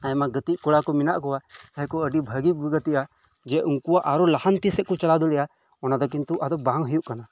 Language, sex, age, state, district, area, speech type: Santali, male, 18-30, West Bengal, Birbhum, rural, spontaneous